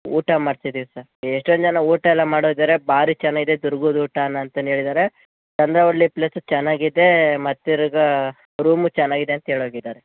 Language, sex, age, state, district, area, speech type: Kannada, male, 18-30, Karnataka, Chitradurga, urban, conversation